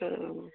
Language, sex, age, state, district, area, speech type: Bengali, female, 45-60, West Bengal, Darjeeling, urban, conversation